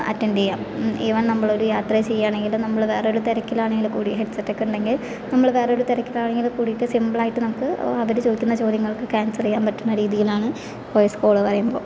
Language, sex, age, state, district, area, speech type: Malayalam, female, 18-30, Kerala, Thrissur, rural, spontaneous